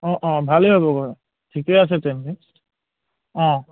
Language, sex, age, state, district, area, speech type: Assamese, male, 30-45, Assam, Charaideo, urban, conversation